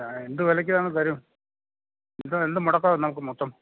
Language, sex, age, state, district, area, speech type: Malayalam, male, 60+, Kerala, Idukki, rural, conversation